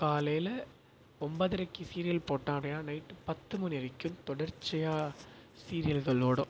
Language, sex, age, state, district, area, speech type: Tamil, male, 18-30, Tamil Nadu, Perambalur, urban, spontaneous